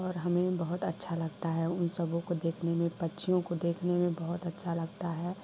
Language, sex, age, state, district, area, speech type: Hindi, female, 18-30, Uttar Pradesh, Chandauli, rural, spontaneous